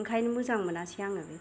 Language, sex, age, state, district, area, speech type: Bodo, female, 45-60, Assam, Kokrajhar, rural, spontaneous